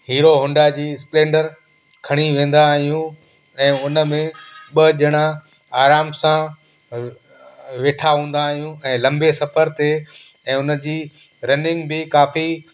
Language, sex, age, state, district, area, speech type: Sindhi, male, 18-30, Gujarat, Kutch, rural, spontaneous